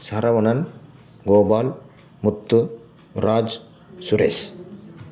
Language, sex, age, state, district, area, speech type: Tamil, male, 60+, Tamil Nadu, Tiruppur, rural, spontaneous